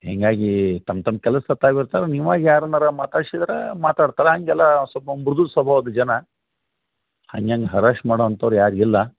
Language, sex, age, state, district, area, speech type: Kannada, male, 45-60, Karnataka, Gadag, rural, conversation